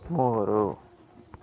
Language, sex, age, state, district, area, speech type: Kannada, male, 18-30, Karnataka, Chitradurga, rural, read